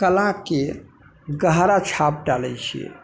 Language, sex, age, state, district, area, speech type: Maithili, male, 30-45, Bihar, Madhubani, rural, spontaneous